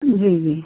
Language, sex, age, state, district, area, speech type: Hindi, female, 45-60, Uttar Pradesh, Lucknow, rural, conversation